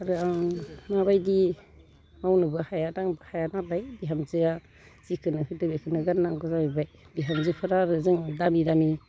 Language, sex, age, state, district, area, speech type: Bodo, female, 45-60, Assam, Udalguri, rural, spontaneous